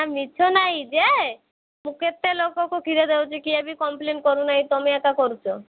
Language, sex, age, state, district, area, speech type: Odia, female, 18-30, Odisha, Malkangiri, urban, conversation